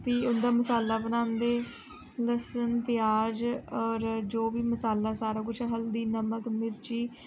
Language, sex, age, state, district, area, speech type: Dogri, female, 18-30, Jammu and Kashmir, Reasi, rural, spontaneous